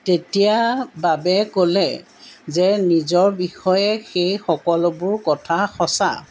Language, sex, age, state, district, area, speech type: Assamese, female, 60+, Assam, Jorhat, urban, read